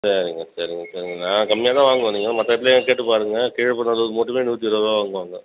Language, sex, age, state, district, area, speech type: Tamil, male, 30-45, Tamil Nadu, Ariyalur, rural, conversation